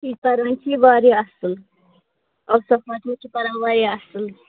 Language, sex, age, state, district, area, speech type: Kashmiri, female, 18-30, Jammu and Kashmir, Budgam, rural, conversation